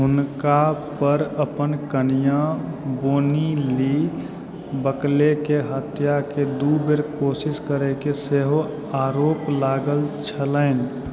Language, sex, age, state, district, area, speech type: Maithili, male, 18-30, Bihar, Supaul, rural, read